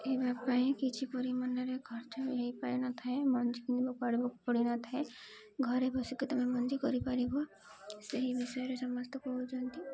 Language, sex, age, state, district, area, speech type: Odia, female, 18-30, Odisha, Malkangiri, urban, spontaneous